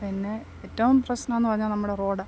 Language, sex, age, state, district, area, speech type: Malayalam, female, 30-45, Kerala, Pathanamthitta, rural, spontaneous